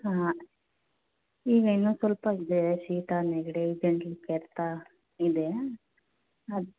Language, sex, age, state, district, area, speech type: Kannada, female, 30-45, Karnataka, Chitradurga, rural, conversation